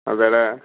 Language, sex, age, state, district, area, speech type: Malayalam, male, 45-60, Kerala, Malappuram, rural, conversation